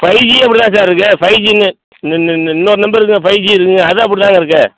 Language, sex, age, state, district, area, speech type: Tamil, male, 45-60, Tamil Nadu, Madurai, rural, conversation